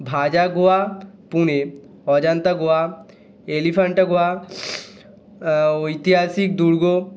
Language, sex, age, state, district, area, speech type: Bengali, male, 18-30, West Bengal, North 24 Parganas, urban, spontaneous